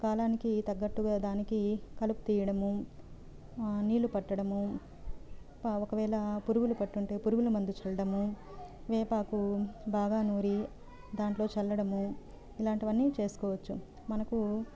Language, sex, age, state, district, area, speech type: Telugu, female, 30-45, Andhra Pradesh, Sri Balaji, rural, spontaneous